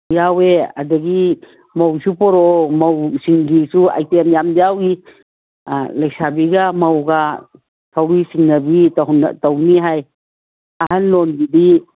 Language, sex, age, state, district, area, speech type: Manipuri, female, 45-60, Manipur, Kangpokpi, urban, conversation